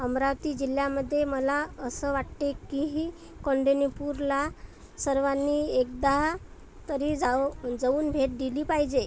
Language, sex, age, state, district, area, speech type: Marathi, female, 30-45, Maharashtra, Amravati, urban, spontaneous